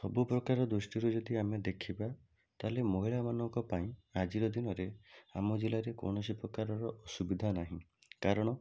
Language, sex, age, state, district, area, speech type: Odia, male, 60+, Odisha, Bhadrak, rural, spontaneous